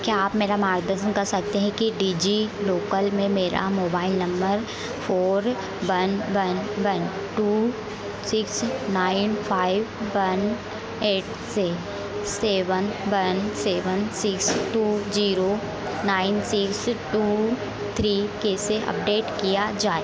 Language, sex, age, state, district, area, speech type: Hindi, female, 18-30, Madhya Pradesh, Harda, rural, read